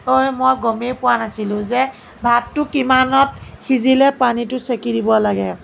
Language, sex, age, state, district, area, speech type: Assamese, female, 45-60, Assam, Morigaon, rural, spontaneous